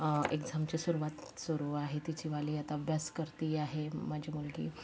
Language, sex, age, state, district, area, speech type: Marathi, female, 60+, Maharashtra, Yavatmal, rural, spontaneous